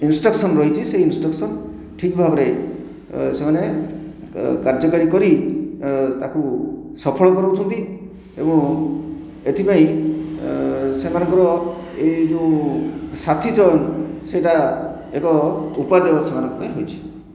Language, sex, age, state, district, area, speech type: Odia, male, 60+, Odisha, Khordha, rural, spontaneous